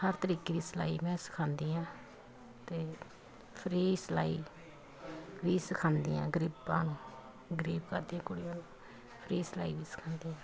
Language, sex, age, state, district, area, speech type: Punjabi, female, 30-45, Punjab, Pathankot, rural, spontaneous